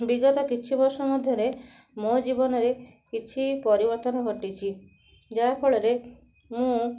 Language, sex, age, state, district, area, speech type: Odia, female, 30-45, Odisha, Cuttack, urban, spontaneous